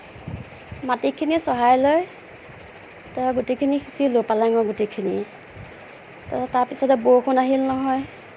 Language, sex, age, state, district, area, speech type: Assamese, female, 30-45, Assam, Nagaon, rural, spontaneous